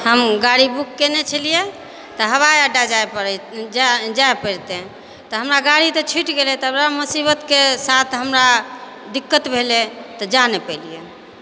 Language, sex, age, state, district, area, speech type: Maithili, female, 45-60, Bihar, Purnia, rural, spontaneous